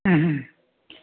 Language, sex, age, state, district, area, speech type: Manipuri, male, 60+, Manipur, Imphal East, rural, conversation